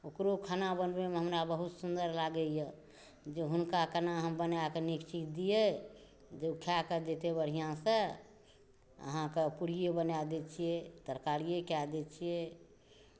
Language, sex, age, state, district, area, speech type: Maithili, female, 60+, Bihar, Saharsa, rural, spontaneous